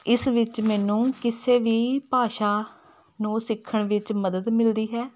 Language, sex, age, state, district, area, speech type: Punjabi, female, 30-45, Punjab, Hoshiarpur, rural, spontaneous